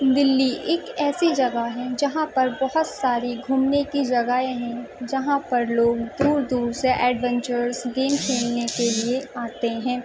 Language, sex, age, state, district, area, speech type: Urdu, female, 18-30, Delhi, Central Delhi, urban, spontaneous